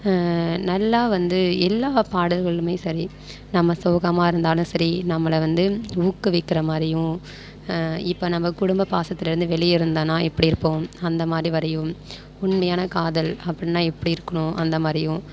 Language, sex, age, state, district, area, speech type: Tamil, female, 45-60, Tamil Nadu, Tiruvarur, rural, spontaneous